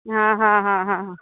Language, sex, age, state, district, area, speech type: Sindhi, female, 30-45, Rajasthan, Ajmer, urban, conversation